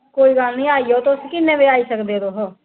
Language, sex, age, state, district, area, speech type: Dogri, female, 18-30, Jammu and Kashmir, Samba, rural, conversation